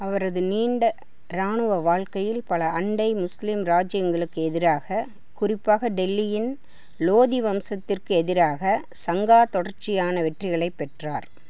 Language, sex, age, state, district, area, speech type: Tamil, female, 60+, Tamil Nadu, Namakkal, rural, read